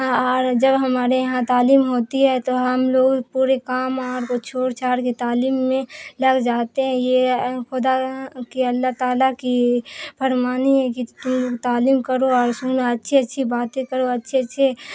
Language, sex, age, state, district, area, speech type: Urdu, female, 18-30, Bihar, Supaul, urban, spontaneous